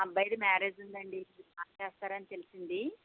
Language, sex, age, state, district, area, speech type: Telugu, female, 60+, Andhra Pradesh, Konaseema, rural, conversation